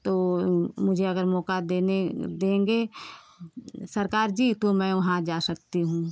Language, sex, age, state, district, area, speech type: Hindi, female, 30-45, Uttar Pradesh, Ghazipur, rural, spontaneous